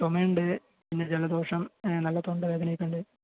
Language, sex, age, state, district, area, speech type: Malayalam, male, 18-30, Kerala, Palakkad, rural, conversation